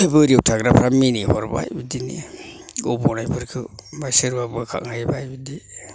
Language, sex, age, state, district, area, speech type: Bodo, male, 60+, Assam, Chirang, rural, spontaneous